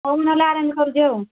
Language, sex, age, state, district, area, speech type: Odia, female, 60+, Odisha, Angul, rural, conversation